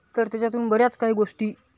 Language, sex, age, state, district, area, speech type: Marathi, male, 18-30, Maharashtra, Hingoli, urban, spontaneous